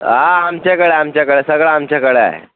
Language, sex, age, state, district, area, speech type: Marathi, male, 18-30, Maharashtra, Akola, rural, conversation